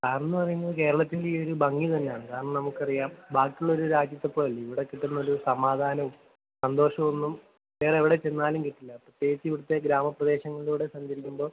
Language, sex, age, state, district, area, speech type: Malayalam, male, 18-30, Kerala, Kottayam, rural, conversation